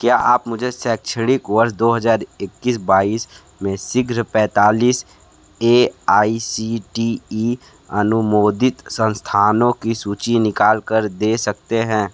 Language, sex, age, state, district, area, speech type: Hindi, male, 60+, Uttar Pradesh, Sonbhadra, rural, read